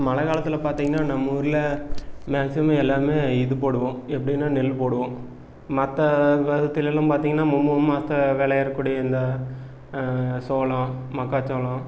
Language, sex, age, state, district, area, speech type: Tamil, male, 30-45, Tamil Nadu, Erode, rural, spontaneous